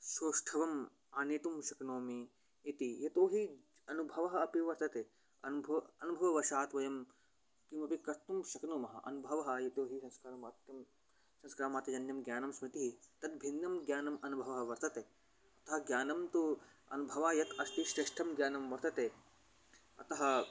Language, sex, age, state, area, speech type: Sanskrit, male, 18-30, Haryana, rural, spontaneous